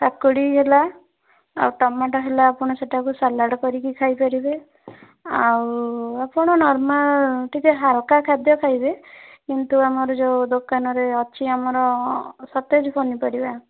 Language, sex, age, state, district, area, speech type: Odia, female, 18-30, Odisha, Bhadrak, rural, conversation